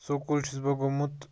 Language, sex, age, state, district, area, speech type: Kashmiri, male, 18-30, Jammu and Kashmir, Pulwama, rural, spontaneous